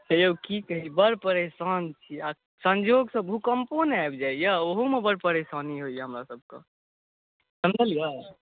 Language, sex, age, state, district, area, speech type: Maithili, male, 18-30, Bihar, Saharsa, rural, conversation